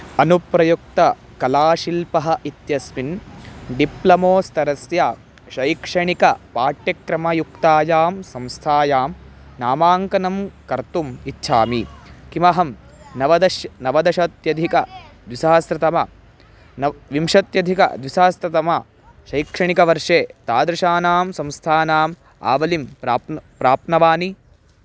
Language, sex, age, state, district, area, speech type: Sanskrit, male, 18-30, Karnataka, Chitradurga, urban, read